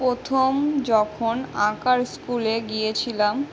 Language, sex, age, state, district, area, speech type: Bengali, female, 18-30, West Bengal, Howrah, urban, spontaneous